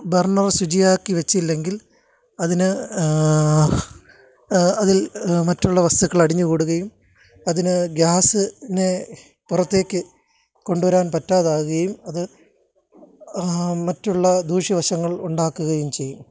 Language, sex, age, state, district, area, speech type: Malayalam, male, 30-45, Kerala, Kottayam, urban, spontaneous